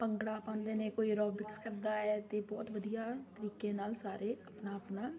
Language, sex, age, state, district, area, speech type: Punjabi, female, 30-45, Punjab, Kapurthala, urban, spontaneous